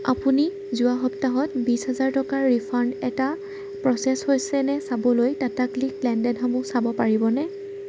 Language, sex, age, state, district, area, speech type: Assamese, female, 18-30, Assam, Jorhat, urban, read